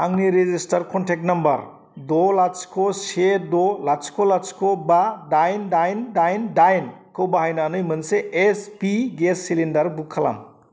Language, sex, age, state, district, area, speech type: Bodo, male, 30-45, Assam, Kokrajhar, rural, read